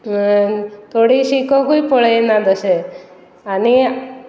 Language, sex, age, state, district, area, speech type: Goan Konkani, female, 30-45, Goa, Pernem, rural, spontaneous